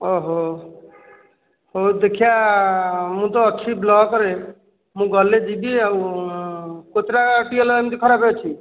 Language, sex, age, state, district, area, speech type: Odia, male, 45-60, Odisha, Jajpur, rural, conversation